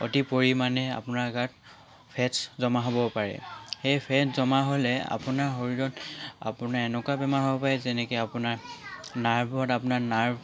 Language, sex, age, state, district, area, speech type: Assamese, male, 18-30, Assam, Charaideo, urban, spontaneous